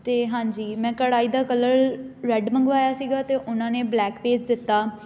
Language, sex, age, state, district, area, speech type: Punjabi, female, 18-30, Punjab, Amritsar, urban, spontaneous